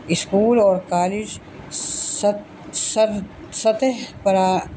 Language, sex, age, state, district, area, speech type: Urdu, female, 60+, Delhi, North East Delhi, urban, spontaneous